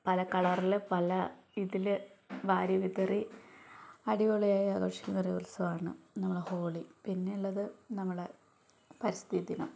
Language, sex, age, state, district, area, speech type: Malayalam, female, 18-30, Kerala, Wayanad, rural, spontaneous